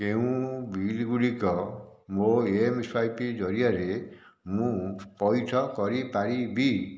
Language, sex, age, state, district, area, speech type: Odia, male, 60+, Odisha, Dhenkanal, rural, read